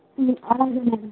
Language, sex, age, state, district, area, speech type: Telugu, female, 18-30, Andhra Pradesh, Nellore, rural, conversation